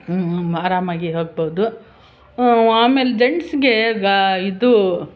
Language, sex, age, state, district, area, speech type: Kannada, female, 60+, Karnataka, Bangalore Urban, urban, spontaneous